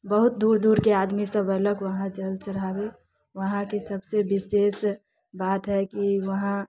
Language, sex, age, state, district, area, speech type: Maithili, female, 18-30, Bihar, Muzaffarpur, rural, spontaneous